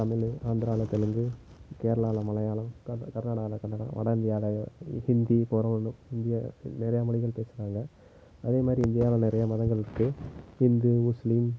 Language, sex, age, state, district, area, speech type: Tamil, male, 18-30, Tamil Nadu, Madurai, urban, spontaneous